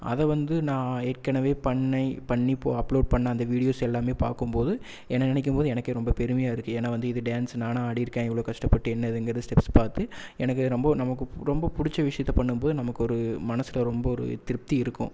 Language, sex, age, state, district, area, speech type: Tamil, male, 18-30, Tamil Nadu, Erode, rural, spontaneous